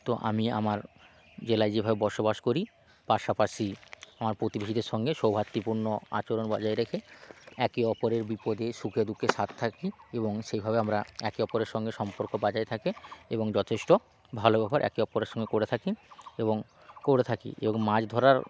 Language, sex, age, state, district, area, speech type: Bengali, male, 30-45, West Bengal, Hooghly, rural, spontaneous